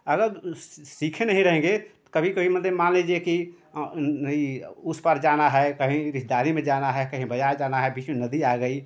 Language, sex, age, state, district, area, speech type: Hindi, male, 60+, Uttar Pradesh, Ghazipur, rural, spontaneous